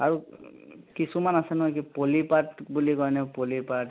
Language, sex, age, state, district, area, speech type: Assamese, male, 30-45, Assam, Sonitpur, rural, conversation